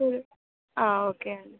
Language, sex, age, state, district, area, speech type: Telugu, female, 18-30, Telangana, Nizamabad, urban, conversation